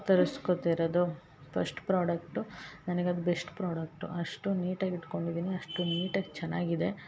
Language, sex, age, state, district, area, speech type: Kannada, female, 18-30, Karnataka, Hassan, urban, spontaneous